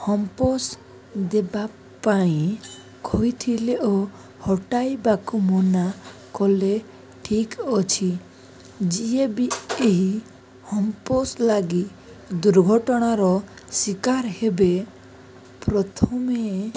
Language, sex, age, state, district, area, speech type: Odia, male, 18-30, Odisha, Nabarangpur, urban, spontaneous